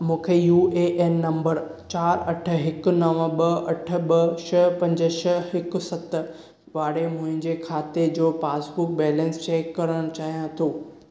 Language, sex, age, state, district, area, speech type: Sindhi, male, 18-30, Maharashtra, Thane, urban, read